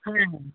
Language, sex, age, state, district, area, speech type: Bengali, female, 60+, West Bengal, Alipurduar, rural, conversation